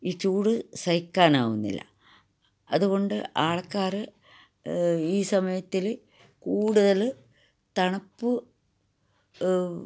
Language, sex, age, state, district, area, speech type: Malayalam, female, 60+, Kerala, Kasaragod, rural, spontaneous